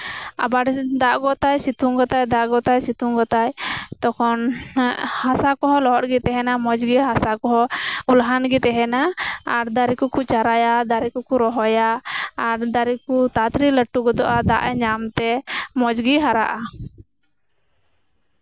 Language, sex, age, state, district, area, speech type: Santali, female, 30-45, West Bengal, Birbhum, rural, spontaneous